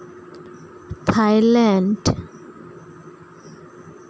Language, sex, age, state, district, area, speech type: Santali, female, 30-45, West Bengal, Birbhum, rural, spontaneous